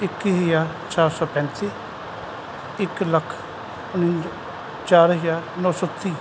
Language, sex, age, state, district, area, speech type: Punjabi, male, 45-60, Punjab, Kapurthala, urban, spontaneous